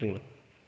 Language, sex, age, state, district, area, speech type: Tamil, male, 30-45, Tamil Nadu, Coimbatore, rural, spontaneous